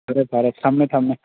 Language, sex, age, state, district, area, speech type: Manipuri, male, 18-30, Manipur, Kangpokpi, urban, conversation